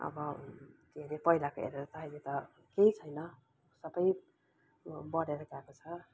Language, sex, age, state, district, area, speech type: Nepali, female, 60+, West Bengal, Kalimpong, rural, spontaneous